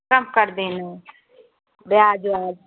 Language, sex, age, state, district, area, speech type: Hindi, female, 45-60, Uttar Pradesh, Prayagraj, rural, conversation